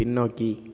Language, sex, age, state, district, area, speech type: Tamil, male, 18-30, Tamil Nadu, Thanjavur, rural, read